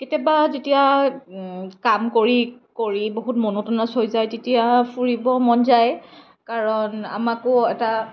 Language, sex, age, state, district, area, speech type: Assamese, female, 30-45, Assam, Kamrup Metropolitan, urban, spontaneous